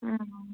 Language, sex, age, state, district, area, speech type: Malayalam, female, 18-30, Kerala, Kannur, rural, conversation